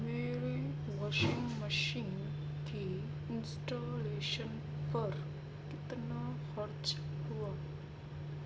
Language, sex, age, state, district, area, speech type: Urdu, female, 18-30, Uttar Pradesh, Gautam Buddha Nagar, urban, read